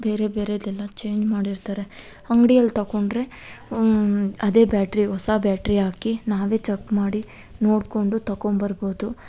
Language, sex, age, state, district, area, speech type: Kannada, female, 18-30, Karnataka, Kolar, rural, spontaneous